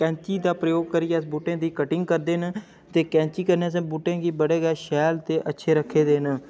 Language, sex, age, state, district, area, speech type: Dogri, male, 18-30, Jammu and Kashmir, Udhampur, rural, spontaneous